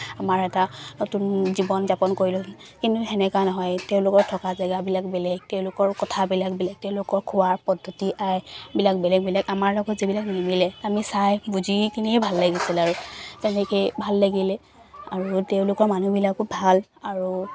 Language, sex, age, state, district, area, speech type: Assamese, female, 18-30, Assam, Charaideo, rural, spontaneous